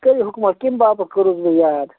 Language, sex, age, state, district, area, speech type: Kashmiri, male, 30-45, Jammu and Kashmir, Bandipora, rural, conversation